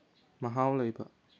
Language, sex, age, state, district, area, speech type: Manipuri, male, 18-30, Manipur, Kangpokpi, urban, read